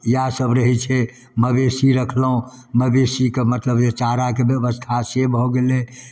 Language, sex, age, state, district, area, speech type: Maithili, male, 60+, Bihar, Darbhanga, rural, spontaneous